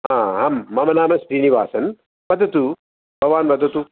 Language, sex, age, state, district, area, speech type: Sanskrit, male, 60+, Tamil Nadu, Coimbatore, urban, conversation